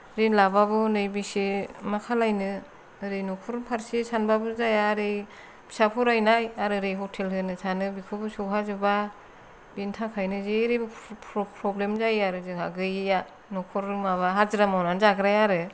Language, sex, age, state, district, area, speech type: Bodo, female, 45-60, Assam, Kokrajhar, rural, spontaneous